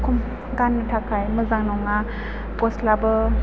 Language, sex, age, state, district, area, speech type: Bodo, female, 18-30, Assam, Chirang, urban, spontaneous